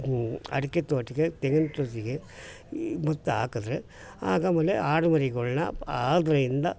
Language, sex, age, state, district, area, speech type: Kannada, male, 60+, Karnataka, Mysore, urban, spontaneous